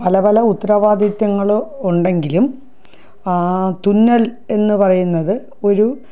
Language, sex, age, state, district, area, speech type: Malayalam, female, 60+, Kerala, Thiruvananthapuram, rural, spontaneous